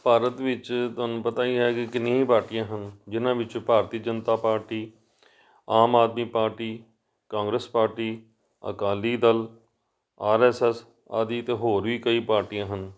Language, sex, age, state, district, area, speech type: Punjabi, male, 45-60, Punjab, Amritsar, urban, spontaneous